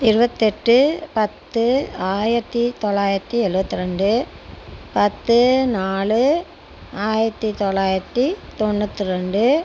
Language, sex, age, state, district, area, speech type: Tamil, female, 45-60, Tamil Nadu, Tiruchirappalli, rural, spontaneous